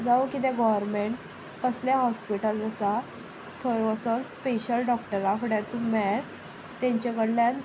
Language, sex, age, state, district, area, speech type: Goan Konkani, female, 18-30, Goa, Sanguem, rural, spontaneous